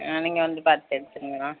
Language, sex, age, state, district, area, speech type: Tamil, female, 45-60, Tamil Nadu, Virudhunagar, rural, conversation